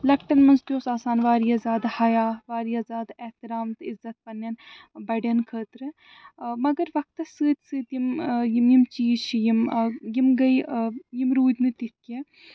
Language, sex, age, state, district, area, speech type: Kashmiri, female, 30-45, Jammu and Kashmir, Srinagar, urban, spontaneous